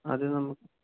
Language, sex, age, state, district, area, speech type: Malayalam, male, 18-30, Kerala, Idukki, rural, conversation